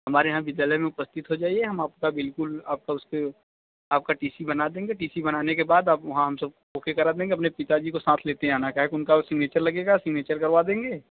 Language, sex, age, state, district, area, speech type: Hindi, male, 30-45, Uttar Pradesh, Bhadohi, urban, conversation